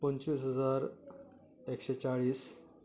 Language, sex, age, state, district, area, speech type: Goan Konkani, male, 45-60, Goa, Canacona, rural, spontaneous